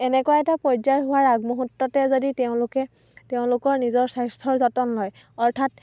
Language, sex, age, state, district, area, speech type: Assamese, female, 18-30, Assam, Dhemaji, rural, spontaneous